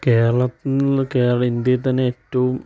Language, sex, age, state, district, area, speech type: Malayalam, male, 30-45, Kerala, Malappuram, rural, spontaneous